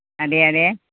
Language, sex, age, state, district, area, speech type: Malayalam, female, 45-60, Kerala, Pathanamthitta, rural, conversation